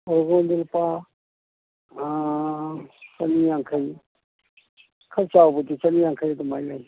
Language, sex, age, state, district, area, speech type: Manipuri, male, 60+, Manipur, Imphal East, urban, conversation